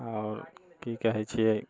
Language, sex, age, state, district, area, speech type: Maithili, male, 30-45, Bihar, Muzaffarpur, rural, spontaneous